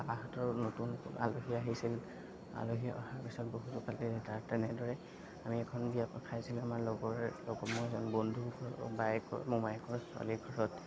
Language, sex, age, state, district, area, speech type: Assamese, male, 30-45, Assam, Darrang, rural, spontaneous